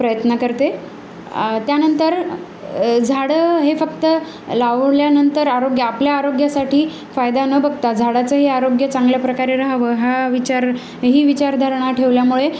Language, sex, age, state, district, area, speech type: Marathi, female, 30-45, Maharashtra, Nanded, urban, spontaneous